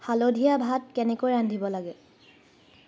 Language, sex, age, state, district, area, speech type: Assamese, female, 18-30, Assam, Charaideo, urban, read